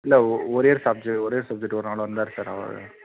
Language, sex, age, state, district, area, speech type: Tamil, male, 18-30, Tamil Nadu, Thanjavur, rural, conversation